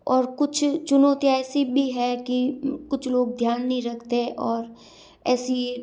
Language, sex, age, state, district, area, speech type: Hindi, female, 30-45, Rajasthan, Jodhpur, urban, spontaneous